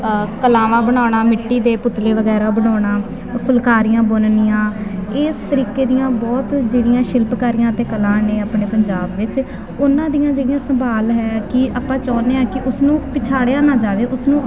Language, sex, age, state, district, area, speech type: Punjabi, female, 18-30, Punjab, Faridkot, urban, spontaneous